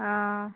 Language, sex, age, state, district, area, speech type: Malayalam, female, 18-30, Kerala, Malappuram, rural, conversation